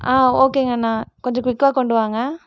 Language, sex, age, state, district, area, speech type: Tamil, female, 18-30, Tamil Nadu, Erode, rural, spontaneous